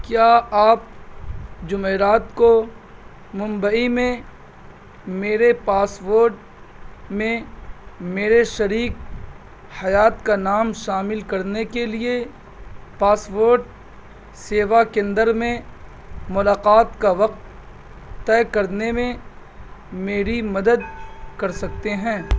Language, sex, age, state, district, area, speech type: Urdu, male, 18-30, Bihar, Purnia, rural, read